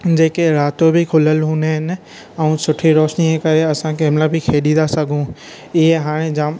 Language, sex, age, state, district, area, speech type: Sindhi, male, 18-30, Maharashtra, Thane, urban, spontaneous